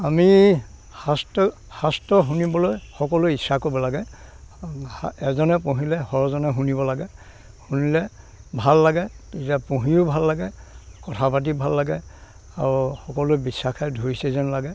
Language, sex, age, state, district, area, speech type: Assamese, male, 60+, Assam, Dhemaji, rural, spontaneous